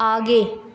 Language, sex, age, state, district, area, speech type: Hindi, female, 18-30, Bihar, Madhepura, rural, read